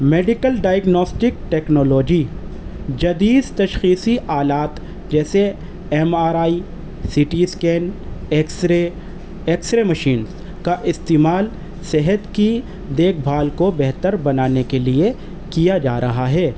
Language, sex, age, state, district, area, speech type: Urdu, male, 30-45, Delhi, East Delhi, urban, spontaneous